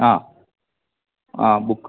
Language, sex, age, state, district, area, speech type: Malayalam, male, 45-60, Kerala, Pathanamthitta, rural, conversation